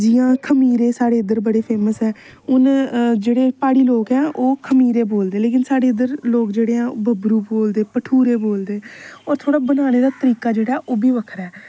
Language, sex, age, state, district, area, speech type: Dogri, female, 18-30, Jammu and Kashmir, Samba, rural, spontaneous